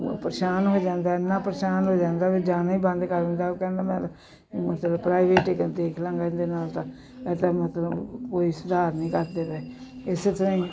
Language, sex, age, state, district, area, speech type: Punjabi, female, 60+, Punjab, Jalandhar, urban, spontaneous